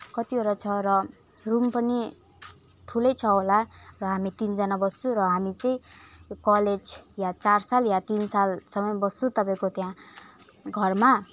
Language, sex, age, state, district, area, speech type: Nepali, female, 18-30, West Bengal, Alipurduar, urban, spontaneous